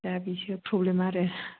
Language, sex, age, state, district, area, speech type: Bodo, female, 18-30, Assam, Kokrajhar, urban, conversation